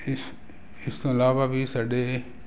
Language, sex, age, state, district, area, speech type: Punjabi, male, 60+, Punjab, Jalandhar, urban, spontaneous